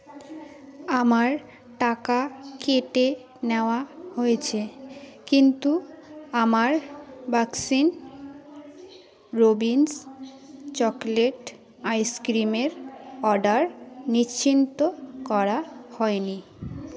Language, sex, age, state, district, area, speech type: Bengali, female, 18-30, West Bengal, Jalpaiguri, rural, read